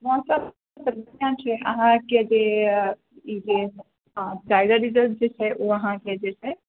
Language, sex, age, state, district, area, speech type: Maithili, female, 30-45, Bihar, Purnia, urban, conversation